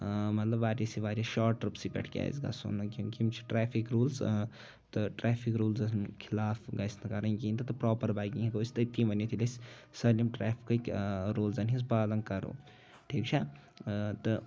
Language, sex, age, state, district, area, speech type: Kashmiri, male, 18-30, Jammu and Kashmir, Ganderbal, rural, spontaneous